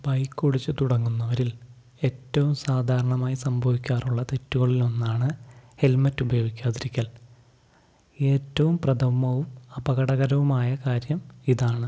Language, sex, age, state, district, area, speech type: Malayalam, male, 45-60, Kerala, Wayanad, rural, spontaneous